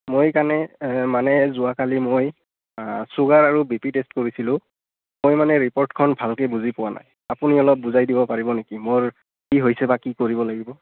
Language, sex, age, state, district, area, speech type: Assamese, male, 18-30, Assam, Barpeta, rural, conversation